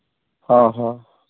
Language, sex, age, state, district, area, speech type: Santali, male, 30-45, Jharkhand, East Singhbhum, rural, conversation